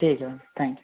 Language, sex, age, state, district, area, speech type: Hindi, male, 60+, Madhya Pradesh, Bhopal, urban, conversation